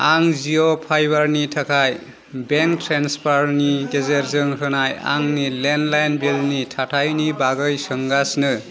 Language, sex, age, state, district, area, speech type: Bodo, male, 30-45, Assam, Kokrajhar, rural, read